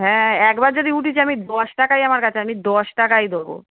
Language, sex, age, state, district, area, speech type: Bengali, female, 18-30, West Bengal, Darjeeling, rural, conversation